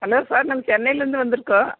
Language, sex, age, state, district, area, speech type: Tamil, female, 60+, Tamil Nadu, Nilgiris, rural, conversation